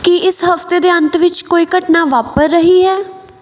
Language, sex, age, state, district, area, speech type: Punjabi, female, 18-30, Punjab, Patiala, rural, read